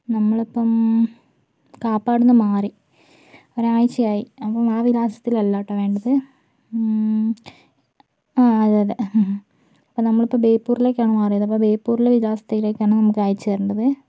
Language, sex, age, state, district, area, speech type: Malayalam, female, 45-60, Kerala, Kozhikode, urban, spontaneous